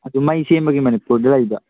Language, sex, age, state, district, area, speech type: Manipuri, male, 18-30, Manipur, Kangpokpi, urban, conversation